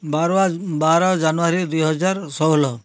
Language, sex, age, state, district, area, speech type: Odia, male, 60+, Odisha, Kalahandi, rural, spontaneous